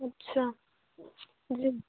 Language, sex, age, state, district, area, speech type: Hindi, female, 18-30, Madhya Pradesh, Bhopal, urban, conversation